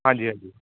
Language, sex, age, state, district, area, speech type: Punjabi, male, 30-45, Punjab, Shaheed Bhagat Singh Nagar, urban, conversation